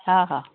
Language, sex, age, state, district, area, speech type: Odia, female, 60+, Odisha, Jharsuguda, rural, conversation